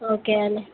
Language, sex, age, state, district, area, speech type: Telugu, female, 18-30, Telangana, Wanaparthy, urban, conversation